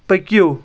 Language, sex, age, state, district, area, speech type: Kashmiri, male, 18-30, Jammu and Kashmir, Kulgam, urban, read